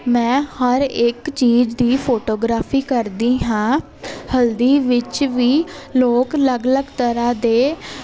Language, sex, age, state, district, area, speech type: Punjabi, female, 18-30, Punjab, Jalandhar, urban, spontaneous